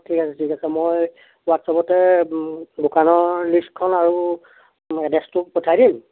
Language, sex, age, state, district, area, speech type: Assamese, male, 45-60, Assam, Jorhat, urban, conversation